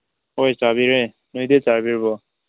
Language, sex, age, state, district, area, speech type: Manipuri, male, 18-30, Manipur, Senapati, rural, conversation